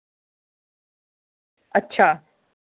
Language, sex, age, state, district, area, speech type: Dogri, female, 30-45, Jammu and Kashmir, Jammu, urban, conversation